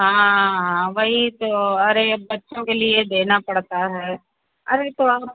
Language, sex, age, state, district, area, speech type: Hindi, female, 45-60, Uttar Pradesh, Sitapur, rural, conversation